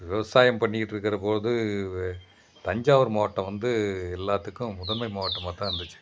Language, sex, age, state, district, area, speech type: Tamil, male, 60+, Tamil Nadu, Thanjavur, rural, spontaneous